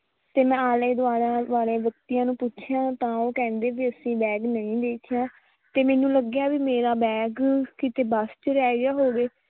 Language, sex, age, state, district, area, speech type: Punjabi, female, 18-30, Punjab, Mohali, rural, conversation